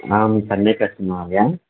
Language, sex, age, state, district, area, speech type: Sanskrit, male, 18-30, Telangana, Karimnagar, urban, conversation